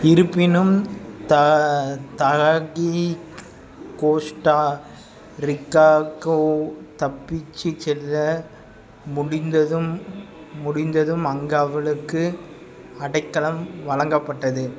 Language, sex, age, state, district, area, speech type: Tamil, male, 18-30, Tamil Nadu, Madurai, urban, read